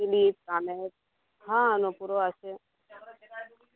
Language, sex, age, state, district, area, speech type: Bengali, female, 30-45, West Bengal, Uttar Dinajpur, urban, conversation